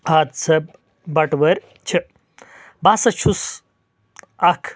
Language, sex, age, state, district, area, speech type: Kashmiri, male, 30-45, Jammu and Kashmir, Kulgam, rural, spontaneous